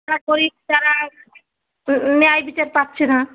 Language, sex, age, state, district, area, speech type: Bengali, female, 45-60, West Bengal, Darjeeling, urban, conversation